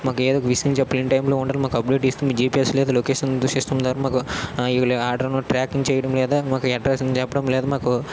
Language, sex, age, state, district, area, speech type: Telugu, male, 30-45, Andhra Pradesh, Srikakulam, urban, spontaneous